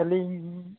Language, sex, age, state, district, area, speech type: Santali, male, 45-60, Odisha, Mayurbhanj, rural, conversation